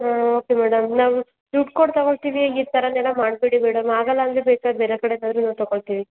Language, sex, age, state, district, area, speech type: Kannada, female, 18-30, Karnataka, Hassan, rural, conversation